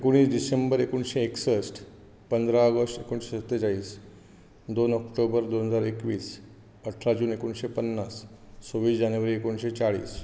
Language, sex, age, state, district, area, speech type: Goan Konkani, male, 45-60, Goa, Bardez, rural, spontaneous